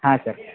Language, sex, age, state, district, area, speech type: Kannada, male, 45-60, Karnataka, Belgaum, rural, conversation